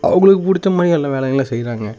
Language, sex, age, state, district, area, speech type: Tamil, male, 18-30, Tamil Nadu, Dharmapuri, rural, spontaneous